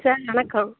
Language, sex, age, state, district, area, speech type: Tamil, female, 60+, Tamil Nadu, Chengalpattu, rural, conversation